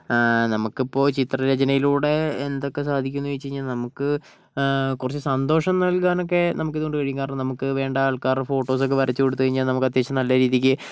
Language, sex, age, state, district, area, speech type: Malayalam, male, 30-45, Kerala, Kozhikode, urban, spontaneous